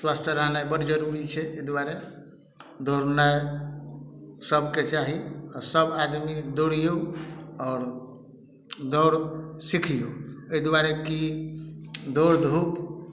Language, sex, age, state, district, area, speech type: Maithili, male, 45-60, Bihar, Madhubani, rural, spontaneous